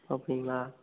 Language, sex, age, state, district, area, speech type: Tamil, male, 18-30, Tamil Nadu, Tiruppur, rural, conversation